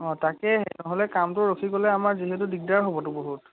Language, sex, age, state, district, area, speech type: Assamese, male, 18-30, Assam, Biswanath, rural, conversation